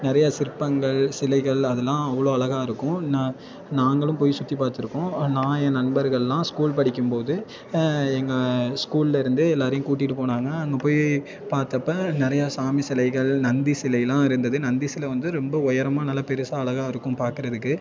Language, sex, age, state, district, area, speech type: Tamil, male, 18-30, Tamil Nadu, Thanjavur, urban, spontaneous